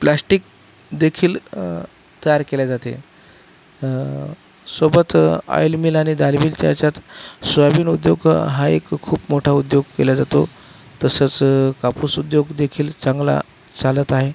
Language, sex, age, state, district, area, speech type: Marathi, male, 45-60, Maharashtra, Akola, rural, spontaneous